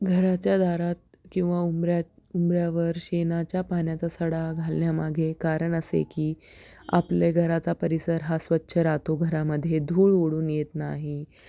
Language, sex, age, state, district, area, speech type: Marathi, female, 18-30, Maharashtra, Osmanabad, rural, spontaneous